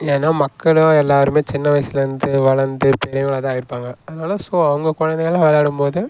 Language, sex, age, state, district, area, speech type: Tamil, male, 18-30, Tamil Nadu, Kallakurichi, rural, spontaneous